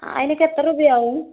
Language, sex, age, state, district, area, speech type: Malayalam, female, 18-30, Kerala, Palakkad, urban, conversation